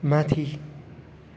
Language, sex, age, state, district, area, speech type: Nepali, male, 18-30, West Bengal, Darjeeling, rural, read